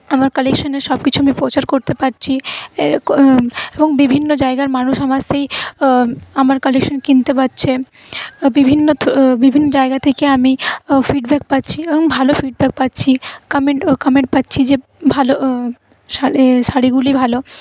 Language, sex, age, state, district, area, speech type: Bengali, female, 30-45, West Bengal, Paschim Bardhaman, urban, spontaneous